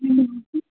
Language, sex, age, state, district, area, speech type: Punjabi, female, 30-45, Punjab, Mansa, urban, conversation